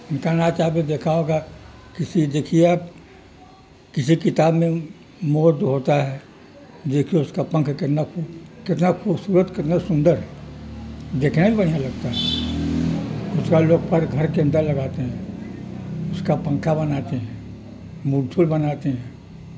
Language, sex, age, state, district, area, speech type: Urdu, male, 60+, Uttar Pradesh, Mirzapur, rural, spontaneous